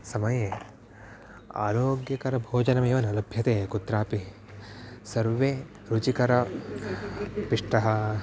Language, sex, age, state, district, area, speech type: Sanskrit, male, 18-30, Karnataka, Uttara Kannada, rural, spontaneous